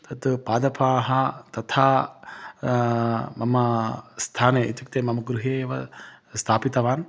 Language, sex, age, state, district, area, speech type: Sanskrit, male, 30-45, Telangana, Hyderabad, urban, spontaneous